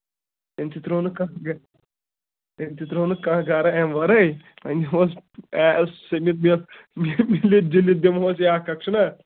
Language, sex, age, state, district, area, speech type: Kashmiri, male, 18-30, Jammu and Kashmir, Anantnag, rural, conversation